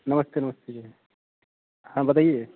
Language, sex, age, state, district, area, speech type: Hindi, male, 45-60, Uttar Pradesh, Lucknow, rural, conversation